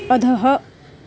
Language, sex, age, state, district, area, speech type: Sanskrit, female, 30-45, Maharashtra, Nagpur, urban, read